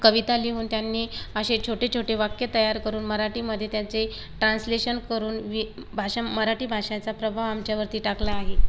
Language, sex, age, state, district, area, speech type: Marathi, female, 18-30, Maharashtra, Buldhana, rural, spontaneous